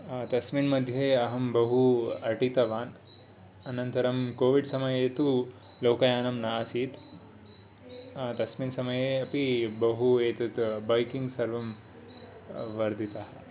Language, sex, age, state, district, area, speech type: Sanskrit, male, 18-30, Karnataka, Mysore, urban, spontaneous